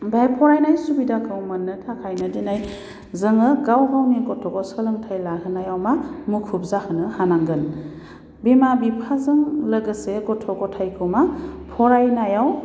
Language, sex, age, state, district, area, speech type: Bodo, female, 30-45, Assam, Baksa, urban, spontaneous